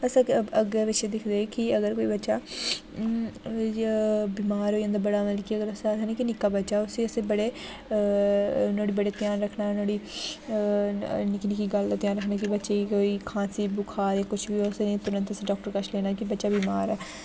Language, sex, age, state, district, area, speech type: Dogri, female, 18-30, Jammu and Kashmir, Jammu, rural, spontaneous